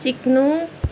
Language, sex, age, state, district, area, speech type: Nepali, female, 30-45, West Bengal, Kalimpong, rural, read